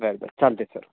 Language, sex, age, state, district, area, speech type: Marathi, male, 18-30, Maharashtra, Beed, rural, conversation